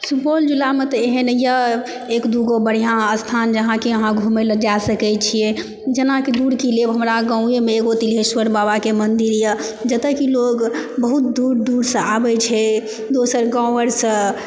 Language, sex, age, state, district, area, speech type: Maithili, female, 30-45, Bihar, Supaul, rural, spontaneous